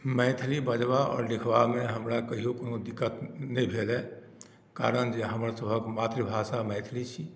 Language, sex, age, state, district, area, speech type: Maithili, male, 60+, Bihar, Madhubani, rural, spontaneous